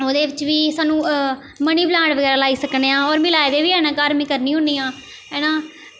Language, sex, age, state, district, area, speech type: Dogri, female, 18-30, Jammu and Kashmir, Jammu, rural, spontaneous